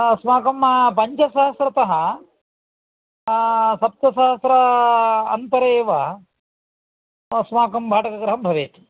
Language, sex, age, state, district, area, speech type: Sanskrit, male, 45-60, Karnataka, Uttara Kannada, rural, conversation